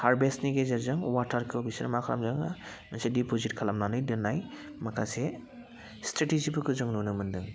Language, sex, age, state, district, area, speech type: Bodo, male, 30-45, Assam, Udalguri, urban, spontaneous